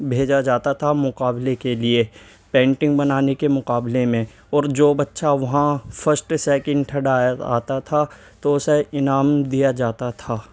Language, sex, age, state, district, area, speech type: Urdu, male, 18-30, Delhi, East Delhi, urban, spontaneous